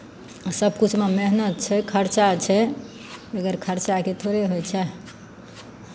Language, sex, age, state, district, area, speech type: Maithili, female, 45-60, Bihar, Madhepura, rural, spontaneous